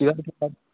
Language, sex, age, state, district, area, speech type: Hindi, male, 18-30, Bihar, Begusarai, rural, conversation